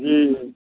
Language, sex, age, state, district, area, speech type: Maithili, male, 45-60, Bihar, Supaul, rural, conversation